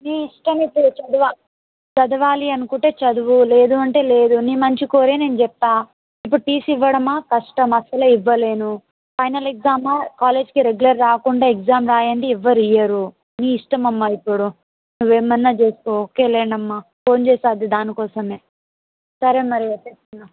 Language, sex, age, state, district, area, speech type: Telugu, other, 18-30, Telangana, Mahbubnagar, rural, conversation